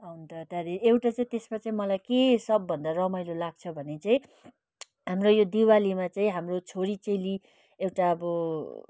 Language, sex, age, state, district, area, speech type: Nepali, female, 60+, West Bengal, Kalimpong, rural, spontaneous